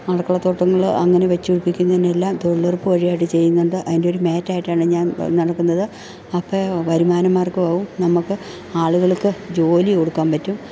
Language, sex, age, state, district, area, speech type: Malayalam, female, 45-60, Kerala, Idukki, rural, spontaneous